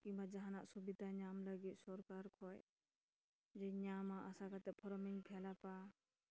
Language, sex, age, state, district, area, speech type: Santali, female, 30-45, West Bengal, Dakshin Dinajpur, rural, spontaneous